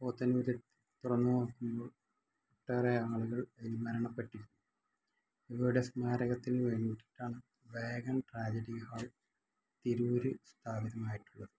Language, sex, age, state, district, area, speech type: Malayalam, male, 60+, Kerala, Malappuram, rural, spontaneous